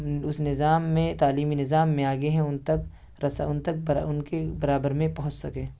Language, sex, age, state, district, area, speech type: Urdu, male, 18-30, Uttar Pradesh, Ghaziabad, urban, spontaneous